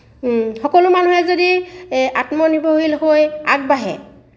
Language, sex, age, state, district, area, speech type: Assamese, female, 45-60, Assam, Lakhimpur, rural, spontaneous